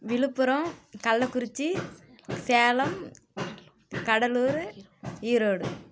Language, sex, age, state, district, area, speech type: Tamil, female, 18-30, Tamil Nadu, Kallakurichi, urban, spontaneous